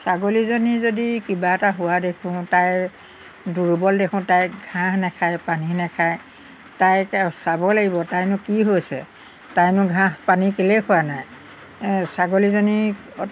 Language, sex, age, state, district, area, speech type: Assamese, female, 60+, Assam, Golaghat, urban, spontaneous